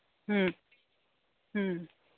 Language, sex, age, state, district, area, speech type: Manipuri, female, 45-60, Manipur, Imphal East, rural, conversation